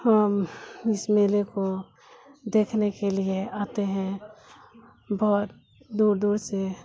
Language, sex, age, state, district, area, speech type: Urdu, female, 60+, Bihar, Khagaria, rural, spontaneous